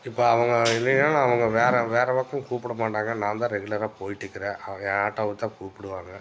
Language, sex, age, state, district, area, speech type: Tamil, male, 45-60, Tamil Nadu, Tiruppur, urban, spontaneous